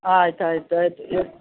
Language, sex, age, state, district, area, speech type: Kannada, female, 60+, Karnataka, Udupi, rural, conversation